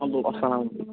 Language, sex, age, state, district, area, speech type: Kashmiri, male, 45-60, Jammu and Kashmir, Budgam, urban, conversation